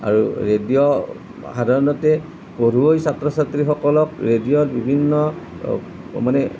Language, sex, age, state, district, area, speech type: Assamese, male, 45-60, Assam, Nalbari, rural, spontaneous